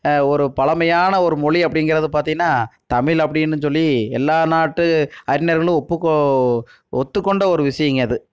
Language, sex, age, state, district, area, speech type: Tamil, male, 30-45, Tamil Nadu, Erode, rural, spontaneous